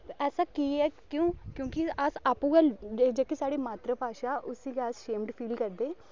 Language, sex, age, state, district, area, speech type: Dogri, male, 18-30, Jammu and Kashmir, Reasi, rural, spontaneous